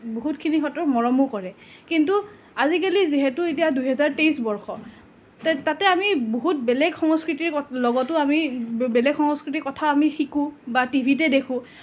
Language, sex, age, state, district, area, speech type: Assamese, female, 30-45, Assam, Nalbari, rural, spontaneous